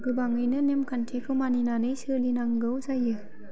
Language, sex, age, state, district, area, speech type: Bodo, female, 18-30, Assam, Baksa, rural, spontaneous